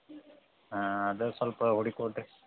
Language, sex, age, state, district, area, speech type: Kannada, male, 30-45, Karnataka, Belgaum, rural, conversation